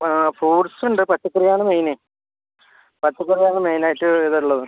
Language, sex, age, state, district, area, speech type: Malayalam, male, 45-60, Kerala, Kasaragod, rural, conversation